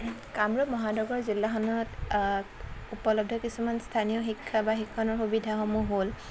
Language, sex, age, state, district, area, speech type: Assamese, female, 18-30, Assam, Kamrup Metropolitan, urban, spontaneous